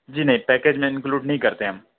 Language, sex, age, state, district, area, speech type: Urdu, male, 45-60, Delhi, Central Delhi, urban, conversation